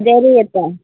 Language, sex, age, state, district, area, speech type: Goan Konkani, female, 30-45, Goa, Murmgao, rural, conversation